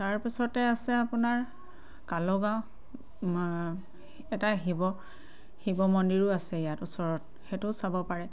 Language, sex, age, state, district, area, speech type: Assamese, female, 30-45, Assam, Sivasagar, rural, spontaneous